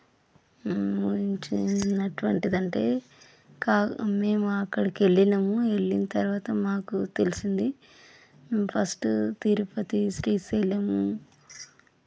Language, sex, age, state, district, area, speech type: Telugu, female, 30-45, Telangana, Vikarabad, urban, spontaneous